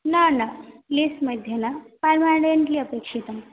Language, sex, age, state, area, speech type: Sanskrit, female, 18-30, Assam, rural, conversation